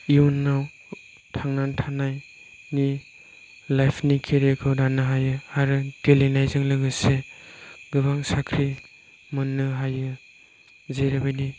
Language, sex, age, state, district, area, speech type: Bodo, male, 18-30, Assam, Chirang, rural, spontaneous